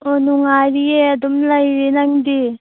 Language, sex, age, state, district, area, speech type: Manipuri, female, 30-45, Manipur, Tengnoupal, rural, conversation